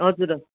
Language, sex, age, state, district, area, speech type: Nepali, female, 60+, West Bengal, Kalimpong, rural, conversation